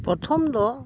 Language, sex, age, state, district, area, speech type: Santali, male, 60+, West Bengal, Dakshin Dinajpur, rural, spontaneous